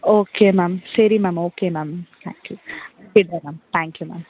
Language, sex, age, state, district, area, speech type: Tamil, female, 18-30, Tamil Nadu, Krishnagiri, rural, conversation